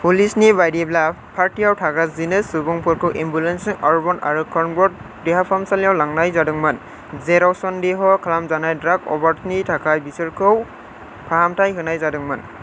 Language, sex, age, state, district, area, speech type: Bodo, male, 18-30, Assam, Chirang, rural, read